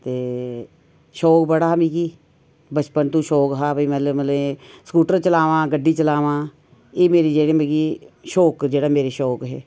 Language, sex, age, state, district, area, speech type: Dogri, female, 45-60, Jammu and Kashmir, Reasi, urban, spontaneous